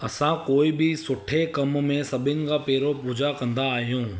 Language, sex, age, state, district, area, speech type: Sindhi, male, 30-45, Gujarat, Surat, urban, spontaneous